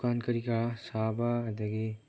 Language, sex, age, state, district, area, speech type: Manipuri, male, 18-30, Manipur, Chandel, rural, spontaneous